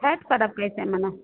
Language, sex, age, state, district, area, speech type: Hindi, female, 60+, Bihar, Begusarai, urban, conversation